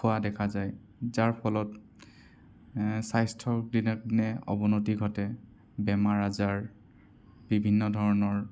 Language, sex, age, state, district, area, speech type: Assamese, male, 18-30, Assam, Sonitpur, rural, spontaneous